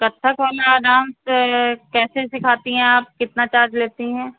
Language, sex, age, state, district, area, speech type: Hindi, female, 45-60, Uttar Pradesh, Sitapur, rural, conversation